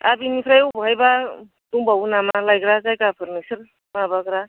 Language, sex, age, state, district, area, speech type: Bodo, female, 30-45, Assam, Kokrajhar, rural, conversation